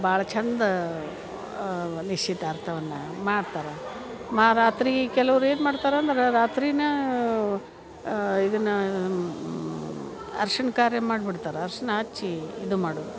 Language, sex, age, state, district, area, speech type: Kannada, female, 60+, Karnataka, Gadag, rural, spontaneous